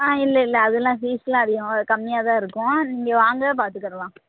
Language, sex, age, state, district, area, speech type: Tamil, female, 18-30, Tamil Nadu, Thoothukudi, rural, conversation